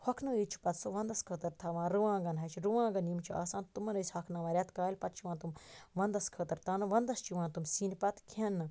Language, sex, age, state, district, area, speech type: Kashmiri, female, 45-60, Jammu and Kashmir, Baramulla, rural, spontaneous